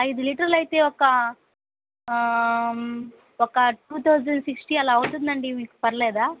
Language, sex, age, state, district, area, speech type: Telugu, female, 18-30, Andhra Pradesh, Kadapa, rural, conversation